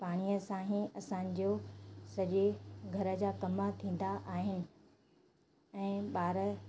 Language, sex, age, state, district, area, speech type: Sindhi, female, 30-45, Madhya Pradesh, Katni, urban, spontaneous